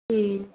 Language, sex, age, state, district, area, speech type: Tamil, female, 18-30, Tamil Nadu, Tiruvallur, urban, conversation